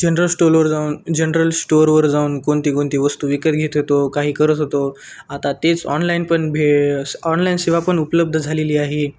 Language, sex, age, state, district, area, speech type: Marathi, male, 18-30, Maharashtra, Nanded, urban, spontaneous